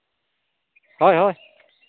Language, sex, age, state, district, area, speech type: Santali, male, 60+, Jharkhand, East Singhbhum, rural, conversation